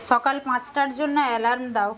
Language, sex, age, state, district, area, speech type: Bengali, female, 30-45, West Bengal, Jhargram, rural, read